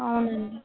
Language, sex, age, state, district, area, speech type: Telugu, female, 18-30, Telangana, Mancherial, rural, conversation